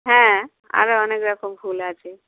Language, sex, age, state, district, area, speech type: Bengali, female, 60+, West Bengal, Dakshin Dinajpur, rural, conversation